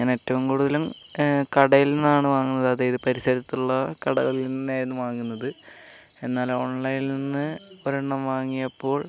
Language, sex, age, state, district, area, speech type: Malayalam, male, 18-30, Kerala, Wayanad, rural, spontaneous